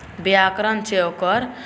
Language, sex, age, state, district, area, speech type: Maithili, male, 18-30, Bihar, Saharsa, rural, spontaneous